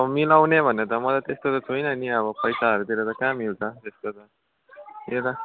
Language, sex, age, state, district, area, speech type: Nepali, male, 18-30, West Bengal, Darjeeling, rural, conversation